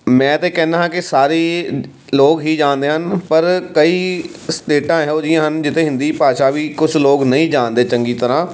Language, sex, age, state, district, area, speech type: Punjabi, male, 30-45, Punjab, Amritsar, urban, spontaneous